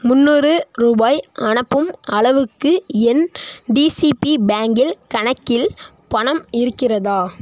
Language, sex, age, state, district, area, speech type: Tamil, male, 18-30, Tamil Nadu, Nagapattinam, rural, read